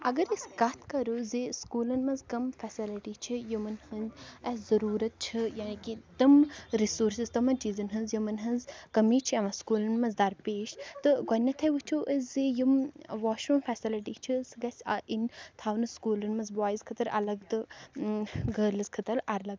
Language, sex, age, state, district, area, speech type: Kashmiri, female, 18-30, Jammu and Kashmir, Baramulla, rural, spontaneous